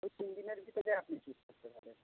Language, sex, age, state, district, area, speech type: Bengali, male, 45-60, West Bengal, South 24 Parganas, rural, conversation